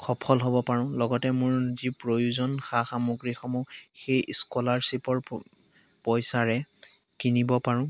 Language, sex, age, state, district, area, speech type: Assamese, male, 18-30, Assam, Biswanath, rural, spontaneous